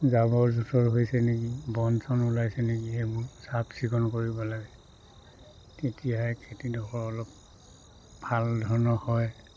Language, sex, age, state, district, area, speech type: Assamese, male, 45-60, Assam, Dhemaji, rural, spontaneous